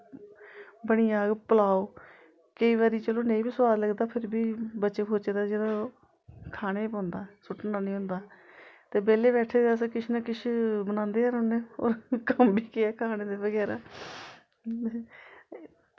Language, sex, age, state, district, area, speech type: Dogri, female, 45-60, Jammu and Kashmir, Samba, urban, spontaneous